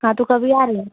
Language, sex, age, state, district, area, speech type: Hindi, female, 18-30, Uttar Pradesh, Ghazipur, rural, conversation